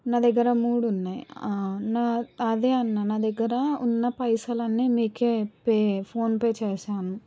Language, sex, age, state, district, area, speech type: Telugu, female, 18-30, Telangana, Suryapet, urban, spontaneous